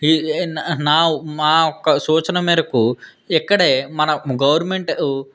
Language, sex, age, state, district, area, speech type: Telugu, male, 18-30, Andhra Pradesh, Vizianagaram, urban, spontaneous